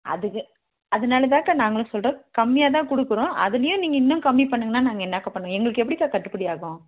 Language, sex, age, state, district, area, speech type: Tamil, female, 30-45, Tamil Nadu, Tirupattur, rural, conversation